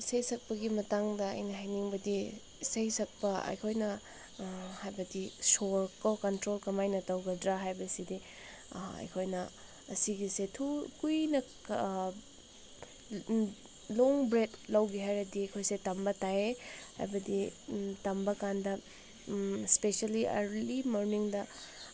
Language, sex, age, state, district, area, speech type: Manipuri, female, 18-30, Manipur, Senapati, rural, spontaneous